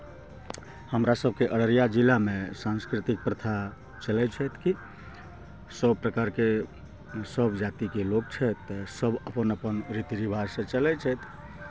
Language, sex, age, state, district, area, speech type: Maithili, male, 45-60, Bihar, Araria, urban, spontaneous